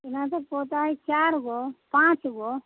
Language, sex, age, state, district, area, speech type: Maithili, female, 45-60, Bihar, Sitamarhi, rural, conversation